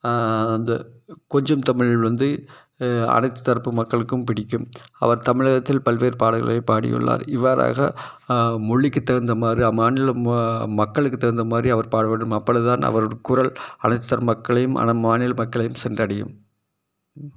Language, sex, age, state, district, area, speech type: Tamil, male, 30-45, Tamil Nadu, Tiruppur, rural, spontaneous